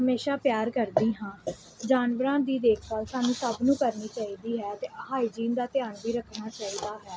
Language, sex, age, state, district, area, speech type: Punjabi, female, 18-30, Punjab, Pathankot, urban, spontaneous